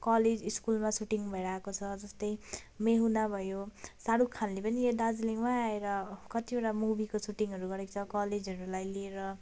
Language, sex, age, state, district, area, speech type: Nepali, female, 30-45, West Bengal, Darjeeling, rural, spontaneous